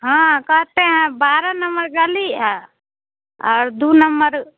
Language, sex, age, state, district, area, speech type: Hindi, female, 30-45, Bihar, Samastipur, rural, conversation